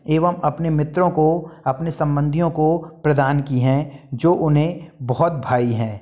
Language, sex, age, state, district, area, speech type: Hindi, male, 30-45, Madhya Pradesh, Jabalpur, urban, spontaneous